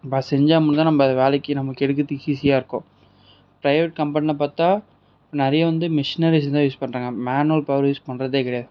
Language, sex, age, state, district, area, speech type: Tamil, male, 45-60, Tamil Nadu, Sivaganga, urban, spontaneous